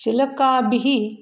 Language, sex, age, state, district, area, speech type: Sanskrit, female, 45-60, Karnataka, Shimoga, rural, spontaneous